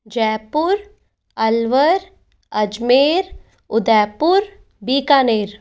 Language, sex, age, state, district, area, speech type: Hindi, female, 30-45, Rajasthan, Jaipur, urban, spontaneous